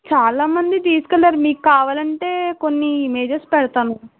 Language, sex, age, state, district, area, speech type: Telugu, female, 30-45, Andhra Pradesh, Eluru, rural, conversation